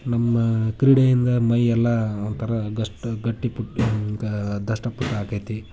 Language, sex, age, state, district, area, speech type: Kannada, male, 18-30, Karnataka, Haveri, rural, spontaneous